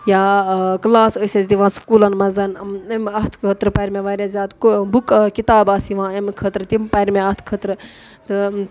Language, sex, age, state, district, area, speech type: Kashmiri, female, 30-45, Jammu and Kashmir, Budgam, rural, spontaneous